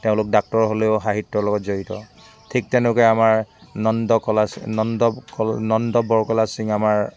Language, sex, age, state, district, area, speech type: Assamese, male, 45-60, Assam, Dibrugarh, rural, spontaneous